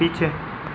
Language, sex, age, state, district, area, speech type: Hindi, male, 18-30, Rajasthan, Nagaur, urban, read